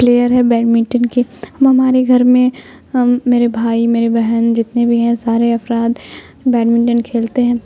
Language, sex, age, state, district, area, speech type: Urdu, female, 18-30, Bihar, Khagaria, rural, spontaneous